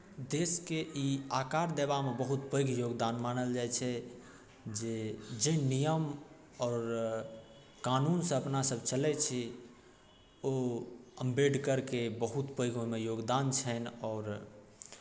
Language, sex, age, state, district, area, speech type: Maithili, male, 18-30, Bihar, Darbhanga, rural, spontaneous